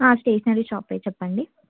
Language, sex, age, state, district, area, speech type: Telugu, female, 18-30, Telangana, Ranga Reddy, urban, conversation